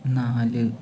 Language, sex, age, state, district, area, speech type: Malayalam, male, 45-60, Kerala, Palakkad, urban, read